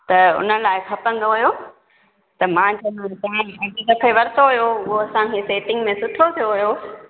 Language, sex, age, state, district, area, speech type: Sindhi, female, 45-60, Gujarat, Junagadh, rural, conversation